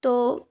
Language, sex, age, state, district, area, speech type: Urdu, female, 30-45, Bihar, Darbhanga, rural, spontaneous